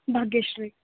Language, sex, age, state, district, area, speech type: Kannada, female, 18-30, Karnataka, Gulbarga, urban, conversation